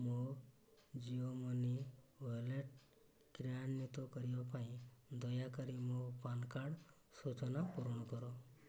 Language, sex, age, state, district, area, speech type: Odia, male, 60+, Odisha, Mayurbhanj, rural, read